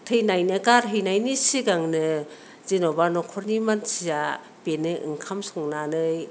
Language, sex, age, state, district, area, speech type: Bodo, female, 60+, Assam, Kokrajhar, rural, spontaneous